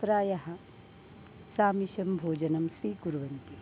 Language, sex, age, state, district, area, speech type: Sanskrit, female, 60+, Maharashtra, Nagpur, urban, spontaneous